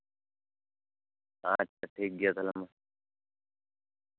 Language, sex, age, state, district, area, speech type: Santali, male, 30-45, West Bengal, Bankura, rural, conversation